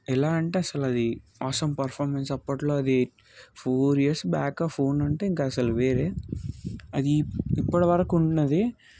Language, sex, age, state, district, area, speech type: Telugu, male, 18-30, Telangana, Nalgonda, urban, spontaneous